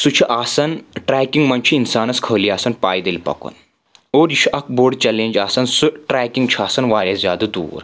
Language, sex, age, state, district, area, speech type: Kashmiri, male, 30-45, Jammu and Kashmir, Anantnag, rural, spontaneous